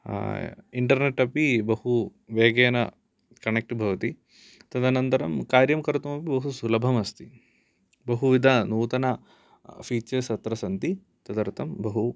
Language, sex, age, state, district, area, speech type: Sanskrit, male, 18-30, Kerala, Idukki, urban, spontaneous